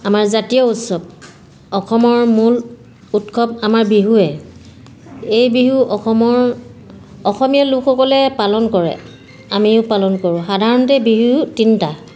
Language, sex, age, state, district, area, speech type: Assamese, female, 45-60, Assam, Sivasagar, urban, spontaneous